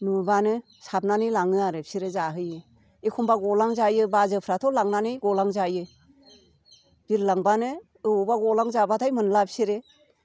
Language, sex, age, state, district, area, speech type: Bodo, female, 60+, Assam, Chirang, rural, spontaneous